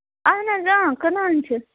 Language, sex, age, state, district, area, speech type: Kashmiri, female, 30-45, Jammu and Kashmir, Budgam, rural, conversation